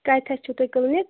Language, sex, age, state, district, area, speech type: Kashmiri, female, 30-45, Jammu and Kashmir, Shopian, rural, conversation